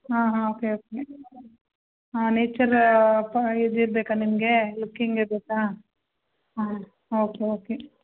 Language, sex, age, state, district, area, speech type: Kannada, female, 30-45, Karnataka, Hassan, urban, conversation